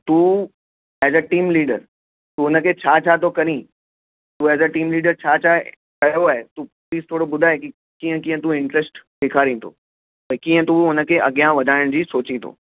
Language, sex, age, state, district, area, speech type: Sindhi, male, 30-45, Maharashtra, Mumbai Suburban, urban, conversation